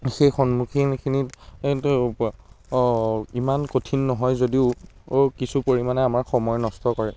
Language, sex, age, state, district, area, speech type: Assamese, male, 30-45, Assam, Biswanath, rural, spontaneous